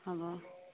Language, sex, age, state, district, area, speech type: Assamese, female, 45-60, Assam, Sivasagar, rural, conversation